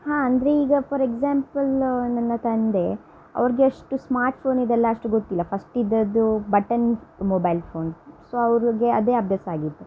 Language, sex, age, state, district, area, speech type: Kannada, female, 30-45, Karnataka, Udupi, rural, spontaneous